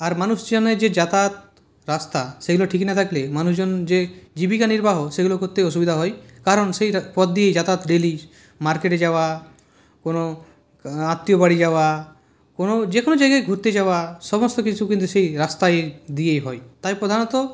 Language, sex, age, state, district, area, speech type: Bengali, male, 30-45, West Bengal, Purulia, rural, spontaneous